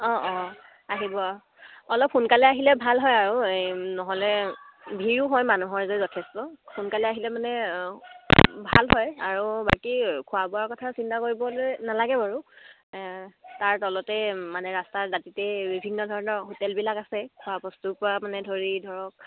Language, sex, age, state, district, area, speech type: Assamese, female, 18-30, Assam, Dibrugarh, rural, conversation